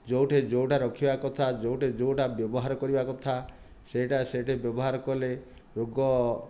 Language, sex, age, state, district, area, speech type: Odia, male, 60+, Odisha, Kandhamal, rural, spontaneous